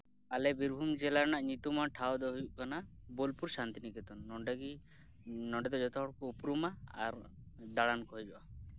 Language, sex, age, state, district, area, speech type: Santali, male, 18-30, West Bengal, Birbhum, rural, spontaneous